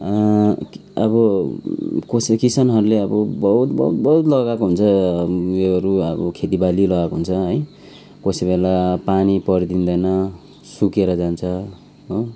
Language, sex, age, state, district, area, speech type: Nepali, male, 30-45, West Bengal, Kalimpong, rural, spontaneous